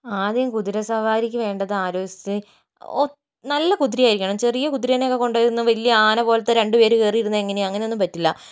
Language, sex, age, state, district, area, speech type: Malayalam, female, 30-45, Kerala, Kozhikode, urban, spontaneous